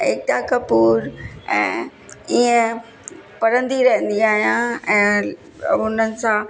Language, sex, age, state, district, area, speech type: Sindhi, female, 60+, Uttar Pradesh, Lucknow, rural, spontaneous